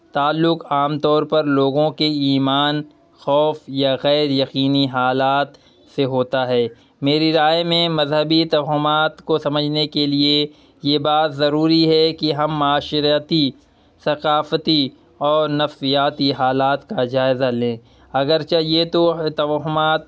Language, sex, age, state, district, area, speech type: Urdu, male, 30-45, Bihar, Purnia, rural, spontaneous